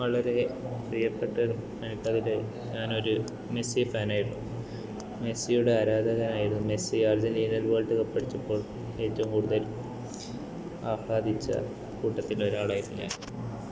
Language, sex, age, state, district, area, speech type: Malayalam, male, 18-30, Kerala, Kozhikode, urban, spontaneous